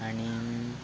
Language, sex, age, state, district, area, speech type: Goan Konkani, male, 30-45, Goa, Quepem, rural, spontaneous